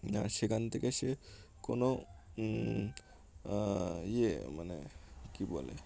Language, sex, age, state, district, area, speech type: Bengali, male, 18-30, West Bengal, Uttar Dinajpur, urban, spontaneous